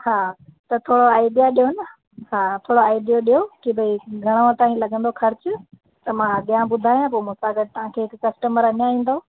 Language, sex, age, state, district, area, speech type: Sindhi, female, 30-45, Rajasthan, Ajmer, urban, conversation